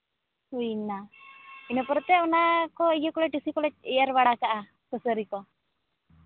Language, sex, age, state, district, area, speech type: Santali, female, 18-30, Jharkhand, Seraikela Kharsawan, rural, conversation